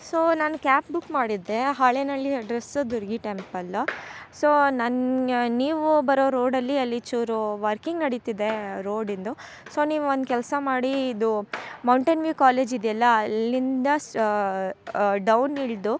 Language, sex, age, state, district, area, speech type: Kannada, female, 18-30, Karnataka, Chikkamagaluru, rural, spontaneous